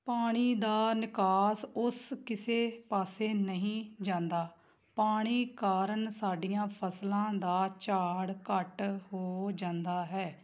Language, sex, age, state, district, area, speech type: Punjabi, female, 18-30, Punjab, Tarn Taran, rural, spontaneous